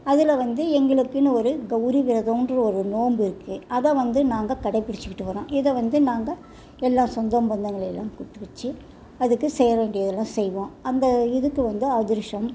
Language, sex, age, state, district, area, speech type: Tamil, female, 60+, Tamil Nadu, Salem, rural, spontaneous